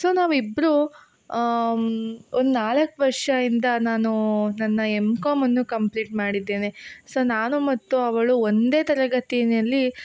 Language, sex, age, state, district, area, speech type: Kannada, female, 18-30, Karnataka, Hassan, urban, spontaneous